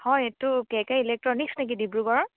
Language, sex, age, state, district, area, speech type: Assamese, female, 30-45, Assam, Dibrugarh, rural, conversation